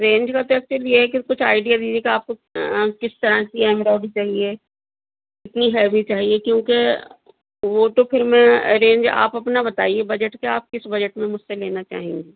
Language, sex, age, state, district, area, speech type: Urdu, female, 60+, Uttar Pradesh, Rampur, urban, conversation